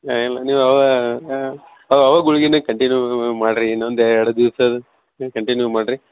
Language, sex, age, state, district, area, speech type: Kannada, male, 30-45, Karnataka, Dharwad, rural, conversation